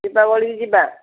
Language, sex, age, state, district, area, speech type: Odia, female, 45-60, Odisha, Gajapati, rural, conversation